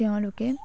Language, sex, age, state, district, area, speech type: Assamese, female, 18-30, Assam, Dibrugarh, rural, spontaneous